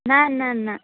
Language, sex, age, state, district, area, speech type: Kashmiri, female, 18-30, Jammu and Kashmir, Budgam, rural, conversation